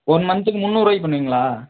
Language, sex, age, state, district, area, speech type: Tamil, male, 18-30, Tamil Nadu, Madurai, urban, conversation